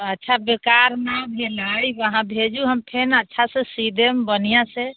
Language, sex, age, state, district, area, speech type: Maithili, female, 30-45, Bihar, Sitamarhi, urban, conversation